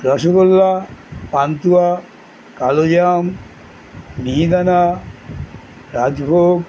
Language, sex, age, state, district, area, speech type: Bengali, male, 60+, West Bengal, Kolkata, urban, spontaneous